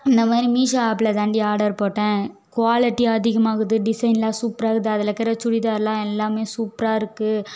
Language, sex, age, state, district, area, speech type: Tamil, female, 18-30, Tamil Nadu, Tiruvannamalai, urban, spontaneous